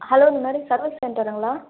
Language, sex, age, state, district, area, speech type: Tamil, female, 18-30, Tamil Nadu, Chennai, urban, conversation